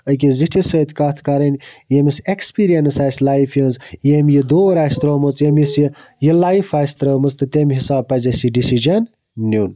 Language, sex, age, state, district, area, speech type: Kashmiri, male, 30-45, Jammu and Kashmir, Budgam, rural, spontaneous